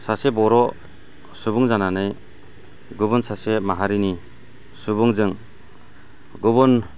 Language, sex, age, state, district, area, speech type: Bodo, male, 45-60, Assam, Chirang, urban, spontaneous